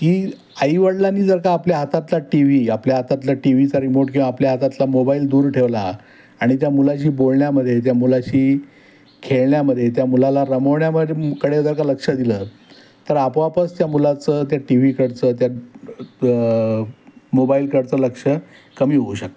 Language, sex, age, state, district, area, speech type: Marathi, male, 60+, Maharashtra, Pune, urban, spontaneous